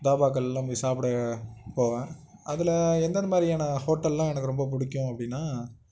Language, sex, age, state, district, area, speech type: Tamil, male, 18-30, Tamil Nadu, Nagapattinam, rural, spontaneous